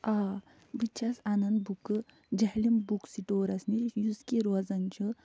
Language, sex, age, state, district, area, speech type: Kashmiri, female, 45-60, Jammu and Kashmir, Budgam, rural, spontaneous